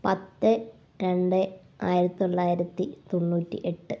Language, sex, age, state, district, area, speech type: Malayalam, female, 18-30, Kerala, Kottayam, rural, spontaneous